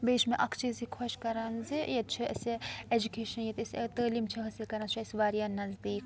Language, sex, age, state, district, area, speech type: Kashmiri, female, 18-30, Jammu and Kashmir, Srinagar, rural, spontaneous